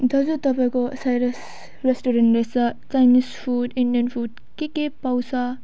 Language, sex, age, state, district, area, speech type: Nepali, female, 18-30, West Bengal, Jalpaiguri, urban, spontaneous